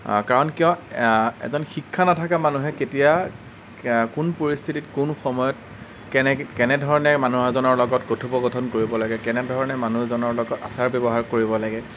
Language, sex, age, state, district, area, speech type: Assamese, male, 30-45, Assam, Nagaon, rural, spontaneous